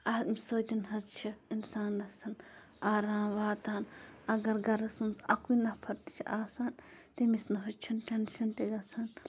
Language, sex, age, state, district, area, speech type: Kashmiri, female, 30-45, Jammu and Kashmir, Bandipora, rural, spontaneous